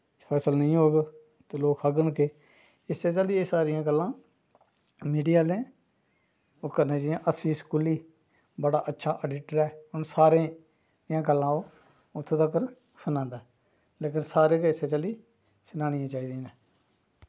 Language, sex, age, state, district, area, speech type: Dogri, male, 45-60, Jammu and Kashmir, Jammu, rural, spontaneous